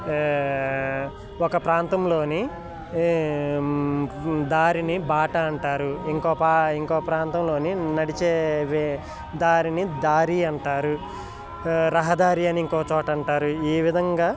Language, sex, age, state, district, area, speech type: Telugu, male, 18-30, Telangana, Khammam, urban, spontaneous